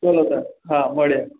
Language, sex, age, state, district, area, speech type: Gujarati, male, 18-30, Gujarat, Anand, rural, conversation